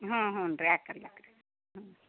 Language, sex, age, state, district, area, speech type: Kannada, female, 60+, Karnataka, Gadag, rural, conversation